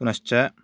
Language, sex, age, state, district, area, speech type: Sanskrit, male, 18-30, Karnataka, Chikkamagaluru, urban, spontaneous